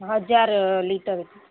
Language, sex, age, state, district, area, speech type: Sindhi, female, 30-45, Gujarat, Junagadh, urban, conversation